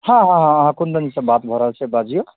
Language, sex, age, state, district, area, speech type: Maithili, male, 30-45, Bihar, Supaul, urban, conversation